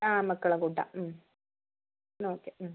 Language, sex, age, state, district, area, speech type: Malayalam, female, 60+, Kerala, Wayanad, rural, conversation